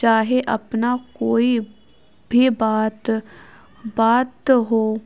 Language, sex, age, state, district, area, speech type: Urdu, female, 18-30, Uttar Pradesh, Ghaziabad, rural, spontaneous